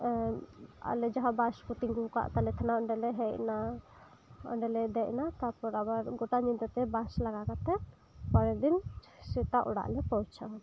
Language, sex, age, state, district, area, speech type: Santali, female, 18-30, West Bengal, Birbhum, rural, spontaneous